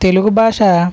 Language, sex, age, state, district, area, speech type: Telugu, male, 60+, Andhra Pradesh, East Godavari, rural, spontaneous